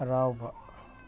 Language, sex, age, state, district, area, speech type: Manipuri, male, 30-45, Manipur, Tengnoupal, rural, read